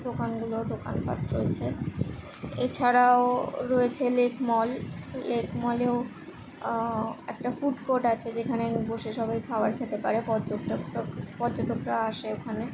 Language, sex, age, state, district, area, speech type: Bengali, female, 18-30, West Bengal, Kolkata, urban, spontaneous